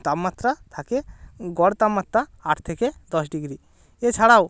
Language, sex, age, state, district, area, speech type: Bengali, male, 18-30, West Bengal, Jalpaiguri, rural, spontaneous